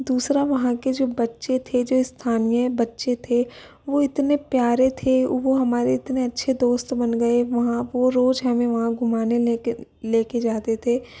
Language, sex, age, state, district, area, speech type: Hindi, female, 18-30, Rajasthan, Jaipur, urban, spontaneous